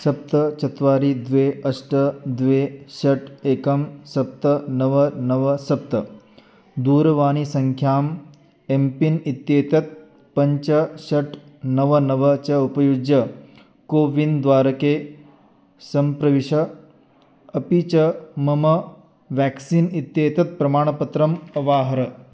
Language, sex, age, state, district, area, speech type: Sanskrit, male, 30-45, Maharashtra, Sangli, urban, read